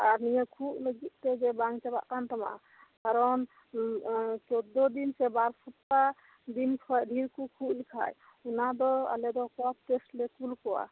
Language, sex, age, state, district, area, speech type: Santali, female, 30-45, West Bengal, Birbhum, rural, conversation